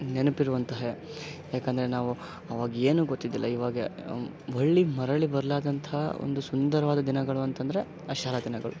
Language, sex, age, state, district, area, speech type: Kannada, male, 18-30, Karnataka, Koppal, rural, spontaneous